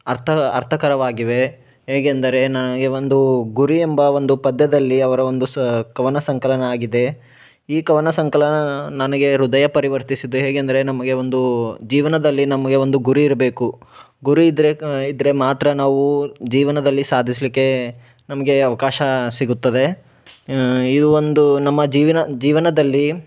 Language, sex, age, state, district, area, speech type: Kannada, male, 18-30, Karnataka, Bidar, urban, spontaneous